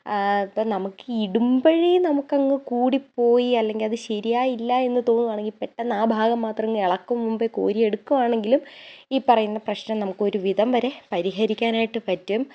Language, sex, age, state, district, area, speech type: Malayalam, female, 18-30, Kerala, Idukki, rural, spontaneous